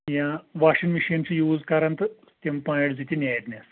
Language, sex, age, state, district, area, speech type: Kashmiri, male, 45-60, Jammu and Kashmir, Anantnag, rural, conversation